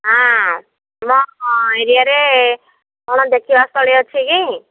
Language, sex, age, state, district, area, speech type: Odia, female, 60+, Odisha, Angul, rural, conversation